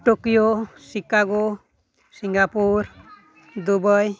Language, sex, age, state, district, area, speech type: Santali, male, 18-30, Jharkhand, East Singhbhum, rural, spontaneous